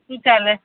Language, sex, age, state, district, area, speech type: Gujarati, female, 30-45, Gujarat, Rajkot, urban, conversation